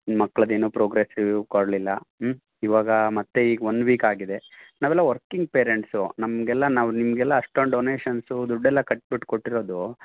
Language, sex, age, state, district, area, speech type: Kannada, male, 45-60, Karnataka, Chitradurga, rural, conversation